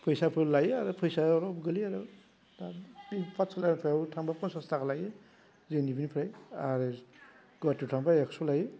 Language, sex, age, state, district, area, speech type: Bodo, male, 60+, Assam, Baksa, rural, spontaneous